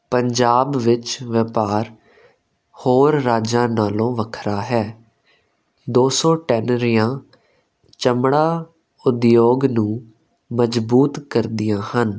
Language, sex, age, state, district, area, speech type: Punjabi, male, 18-30, Punjab, Kapurthala, urban, spontaneous